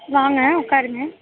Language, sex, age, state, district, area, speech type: Tamil, female, 18-30, Tamil Nadu, Mayiladuthurai, urban, conversation